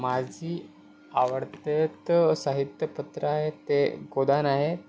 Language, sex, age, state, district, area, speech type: Marathi, male, 30-45, Maharashtra, Thane, urban, spontaneous